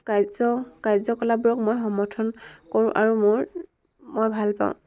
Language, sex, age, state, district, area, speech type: Assamese, female, 18-30, Assam, Dibrugarh, rural, spontaneous